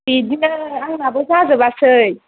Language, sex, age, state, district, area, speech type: Bodo, female, 18-30, Assam, Kokrajhar, rural, conversation